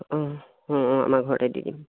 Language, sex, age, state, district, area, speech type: Assamese, female, 45-60, Assam, Dibrugarh, rural, conversation